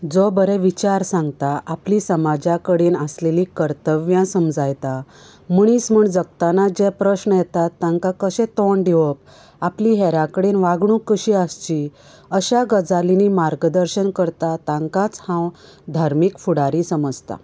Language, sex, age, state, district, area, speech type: Goan Konkani, female, 45-60, Goa, Canacona, rural, spontaneous